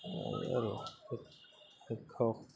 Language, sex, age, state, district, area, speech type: Assamese, male, 30-45, Assam, Goalpara, urban, spontaneous